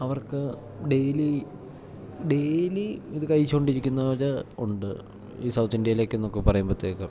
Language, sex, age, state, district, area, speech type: Malayalam, male, 18-30, Kerala, Idukki, rural, spontaneous